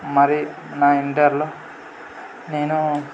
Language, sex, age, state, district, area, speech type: Telugu, male, 18-30, Telangana, Yadadri Bhuvanagiri, urban, spontaneous